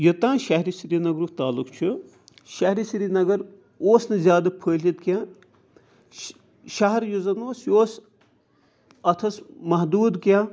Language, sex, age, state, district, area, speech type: Kashmiri, male, 45-60, Jammu and Kashmir, Srinagar, urban, spontaneous